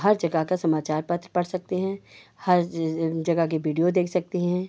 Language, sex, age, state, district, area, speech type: Hindi, female, 60+, Uttar Pradesh, Hardoi, rural, spontaneous